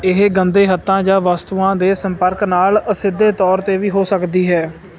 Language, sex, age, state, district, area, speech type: Punjabi, male, 18-30, Punjab, Hoshiarpur, rural, read